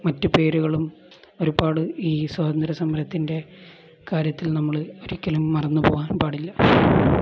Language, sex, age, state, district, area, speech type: Malayalam, male, 18-30, Kerala, Kozhikode, rural, spontaneous